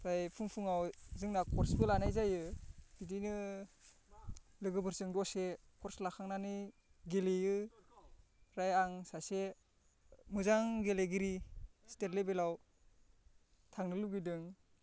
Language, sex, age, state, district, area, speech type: Bodo, male, 18-30, Assam, Baksa, rural, spontaneous